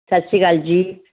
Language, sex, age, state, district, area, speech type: Punjabi, female, 60+, Punjab, Amritsar, urban, conversation